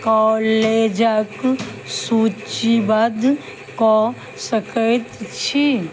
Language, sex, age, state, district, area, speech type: Maithili, female, 60+, Bihar, Madhubani, rural, read